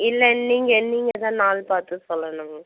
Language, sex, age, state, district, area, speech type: Tamil, female, 60+, Tamil Nadu, Vellore, rural, conversation